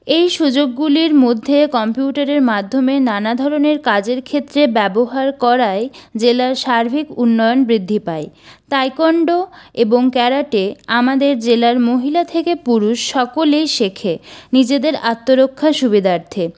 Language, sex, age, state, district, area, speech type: Bengali, female, 18-30, West Bengal, Purulia, urban, spontaneous